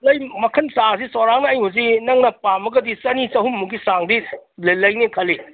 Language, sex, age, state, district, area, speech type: Manipuri, male, 60+, Manipur, Imphal East, rural, conversation